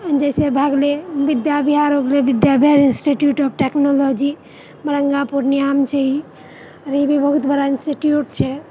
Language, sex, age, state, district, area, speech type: Maithili, female, 30-45, Bihar, Purnia, rural, spontaneous